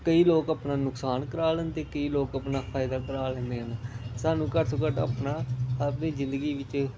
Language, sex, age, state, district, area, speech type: Punjabi, male, 18-30, Punjab, Pathankot, rural, spontaneous